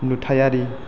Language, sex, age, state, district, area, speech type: Bodo, male, 18-30, Assam, Chirang, rural, read